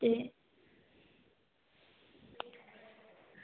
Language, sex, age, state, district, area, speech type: Dogri, female, 18-30, Jammu and Kashmir, Samba, rural, conversation